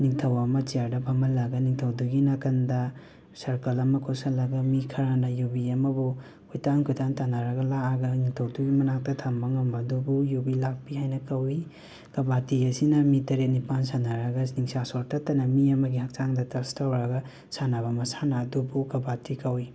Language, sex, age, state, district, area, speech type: Manipuri, male, 18-30, Manipur, Imphal West, rural, spontaneous